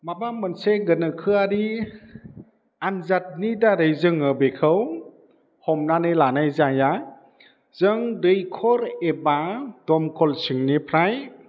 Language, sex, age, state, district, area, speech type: Bodo, male, 60+, Assam, Chirang, urban, spontaneous